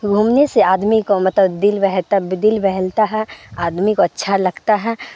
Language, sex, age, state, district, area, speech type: Urdu, female, 18-30, Bihar, Supaul, rural, spontaneous